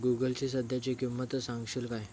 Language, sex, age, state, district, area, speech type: Marathi, male, 30-45, Maharashtra, Thane, urban, read